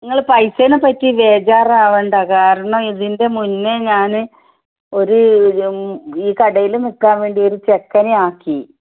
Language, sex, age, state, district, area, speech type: Malayalam, female, 60+, Kerala, Wayanad, rural, conversation